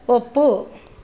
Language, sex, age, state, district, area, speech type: Kannada, female, 45-60, Karnataka, Bangalore Rural, rural, read